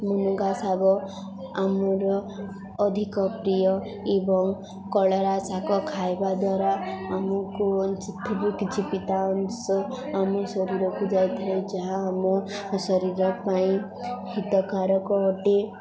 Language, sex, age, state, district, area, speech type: Odia, female, 18-30, Odisha, Subarnapur, rural, spontaneous